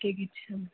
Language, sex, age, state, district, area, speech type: Sanskrit, female, 18-30, Maharashtra, Nagpur, urban, conversation